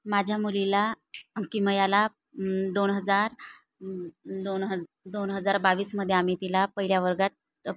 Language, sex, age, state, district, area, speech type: Marathi, female, 30-45, Maharashtra, Nagpur, rural, spontaneous